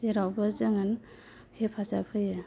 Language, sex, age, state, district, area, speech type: Bodo, female, 18-30, Assam, Kokrajhar, urban, spontaneous